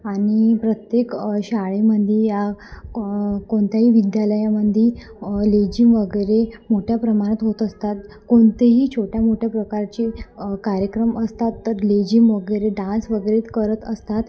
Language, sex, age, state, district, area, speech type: Marathi, female, 18-30, Maharashtra, Wardha, urban, spontaneous